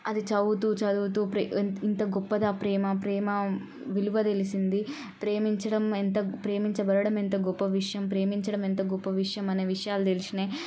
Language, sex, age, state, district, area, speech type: Telugu, female, 18-30, Telangana, Siddipet, urban, spontaneous